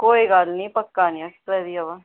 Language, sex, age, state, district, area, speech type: Dogri, female, 18-30, Jammu and Kashmir, Jammu, rural, conversation